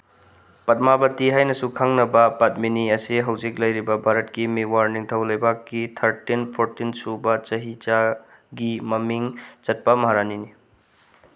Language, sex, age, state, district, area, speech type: Manipuri, male, 30-45, Manipur, Tengnoupal, rural, read